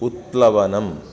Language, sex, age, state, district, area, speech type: Sanskrit, male, 30-45, Karnataka, Dakshina Kannada, rural, read